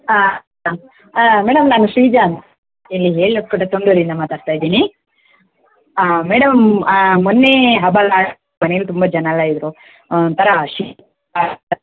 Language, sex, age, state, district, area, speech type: Kannada, female, 30-45, Karnataka, Kodagu, rural, conversation